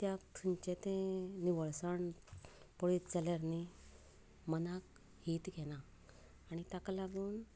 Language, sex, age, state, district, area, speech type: Goan Konkani, female, 45-60, Goa, Canacona, rural, spontaneous